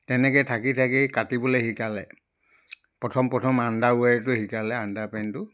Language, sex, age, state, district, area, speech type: Assamese, male, 60+, Assam, Charaideo, rural, spontaneous